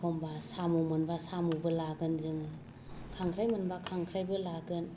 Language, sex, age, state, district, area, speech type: Bodo, female, 30-45, Assam, Kokrajhar, rural, spontaneous